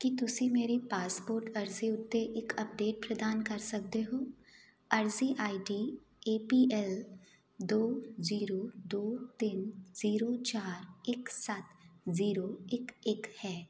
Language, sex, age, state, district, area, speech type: Punjabi, female, 30-45, Punjab, Jalandhar, urban, read